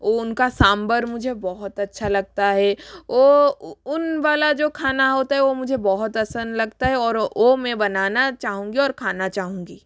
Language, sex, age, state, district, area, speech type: Hindi, female, 30-45, Rajasthan, Jodhpur, rural, spontaneous